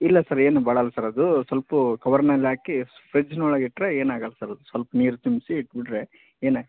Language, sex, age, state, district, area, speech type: Kannada, male, 30-45, Karnataka, Vijayanagara, rural, conversation